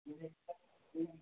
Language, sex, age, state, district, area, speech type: Dogri, male, 18-30, Jammu and Kashmir, Kathua, rural, conversation